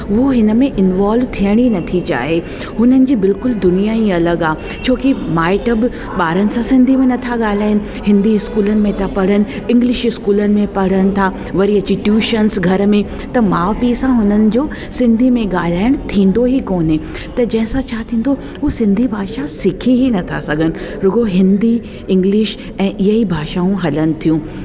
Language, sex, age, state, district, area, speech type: Sindhi, female, 45-60, Delhi, South Delhi, urban, spontaneous